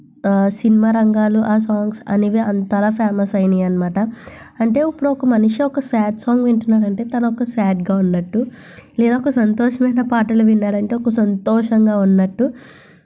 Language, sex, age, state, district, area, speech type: Telugu, female, 18-30, Andhra Pradesh, Kakinada, urban, spontaneous